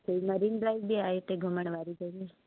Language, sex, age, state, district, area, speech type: Sindhi, female, 30-45, Uttar Pradesh, Lucknow, urban, conversation